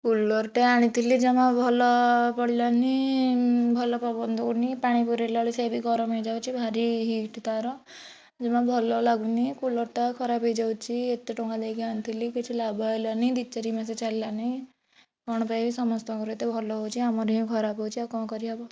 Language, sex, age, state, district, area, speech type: Odia, female, 18-30, Odisha, Bhadrak, rural, spontaneous